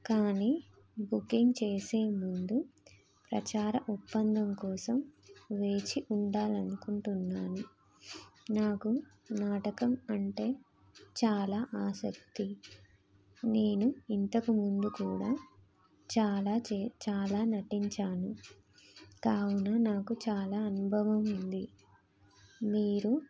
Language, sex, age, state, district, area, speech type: Telugu, female, 30-45, Telangana, Jagtial, rural, spontaneous